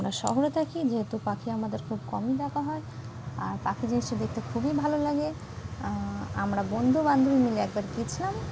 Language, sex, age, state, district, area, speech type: Bengali, female, 18-30, West Bengal, Dakshin Dinajpur, urban, spontaneous